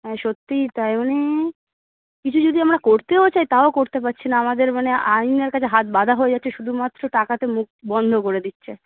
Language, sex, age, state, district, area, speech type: Bengali, female, 45-60, West Bengal, Darjeeling, urban, conversation